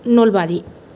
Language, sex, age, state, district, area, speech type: Bodo, female, 30-45, Assam, Kokrajhar, rural, spontaneous